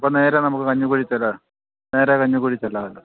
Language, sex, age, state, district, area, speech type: Malayalam, male, 45-60, Kerala, Kottayam, rural, conversation